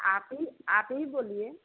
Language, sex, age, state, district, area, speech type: Hindi, female, 45-60, Bihar, Samastipur, rural, conversation